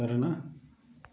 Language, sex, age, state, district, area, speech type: Telugu, male, 30-45, Telangana, Mancherial, rural, spontaneous